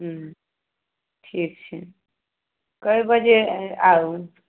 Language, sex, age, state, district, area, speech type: Maithili, female, 45-60, Bihar, Sitamarhi, rural, conversation